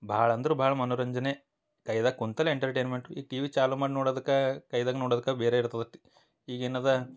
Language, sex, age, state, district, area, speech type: Kannada, male, 18-30, Karnataka, Bidar, urban, spontaneous